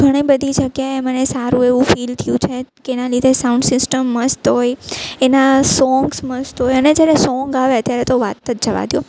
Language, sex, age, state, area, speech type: Gujarati, female, 18-30, Gujarat, urban, spontaneous